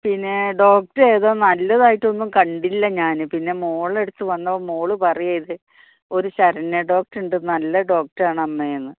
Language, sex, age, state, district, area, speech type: Malayalam, female, 60+, Kerala, Wayanad, rural, conversation